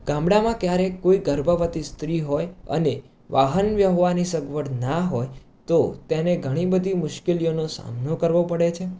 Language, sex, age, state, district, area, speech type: Gujarati, male, 18-30, Gujarat, Mehsana, urban, spontaneous